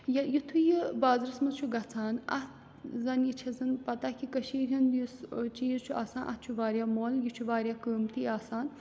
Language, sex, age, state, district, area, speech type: Kashmiri, female, 18-30, Jammu and Kashmir, Srinagar, urban, spontaneous